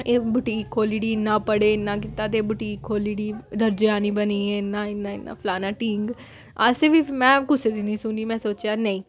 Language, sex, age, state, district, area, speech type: Dogri, female, 18-30, Jammu and Kashmir, Samba, rural, spontaneous